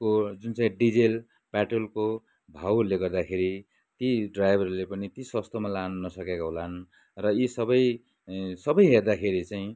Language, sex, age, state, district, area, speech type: Nepali, male, 60+, West Bengal, Kalimpong, rural, spontaneous